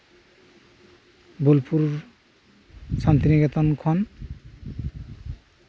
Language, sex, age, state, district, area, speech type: Santali, male, 30-45, West Bengal, Birbhum, rural, spontaneous